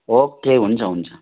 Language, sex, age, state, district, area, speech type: Nepali, male, 45-60, West Bengal, Kalimpong, rural, conversation